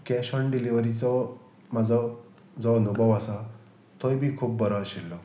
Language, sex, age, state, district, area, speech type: Goan Konkani, male, 30-45, Goa, Salcete, rural, spontaneous